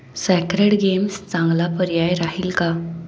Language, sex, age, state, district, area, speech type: Marathi, female, 18-30, Maharashtra, Pune, urban, read